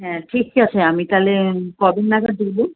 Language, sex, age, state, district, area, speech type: Bengali, female, 60+, West Bengal, Kolkata, urban, conversation